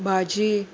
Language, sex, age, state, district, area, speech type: Goan Konkani, female, 30-45, Goa, Salcete, rural, spontaneous